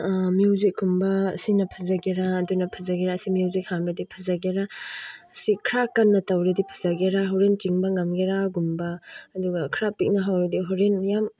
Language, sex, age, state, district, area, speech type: Manipuri, female, 18-30, Manipur, Chandel, rural, spontaneous